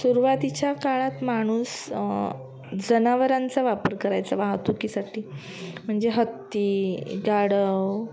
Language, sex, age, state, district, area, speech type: Marathi, female, 30-45, Maharashtra, Mumbai Suburban, urban, spontaneous